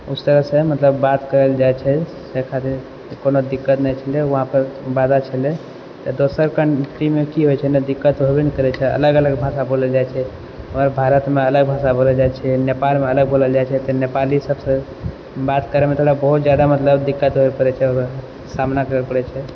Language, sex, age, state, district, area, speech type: Maithili, male, 18-30, Bihar, Purnia, urban, spontaneous